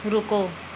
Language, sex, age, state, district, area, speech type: Punjabi, female, 30-45, Punjab, Bathinda, rural, read